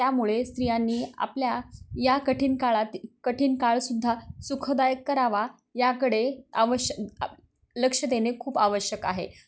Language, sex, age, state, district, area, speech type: Marathi, female, 30-45, Maharashtra, Osmanabad, rural, spontaneous